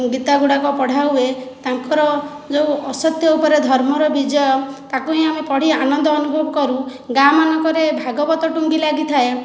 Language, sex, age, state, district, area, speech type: Odia, female, 30-45, Odisha, Khordha, rural, spontaneous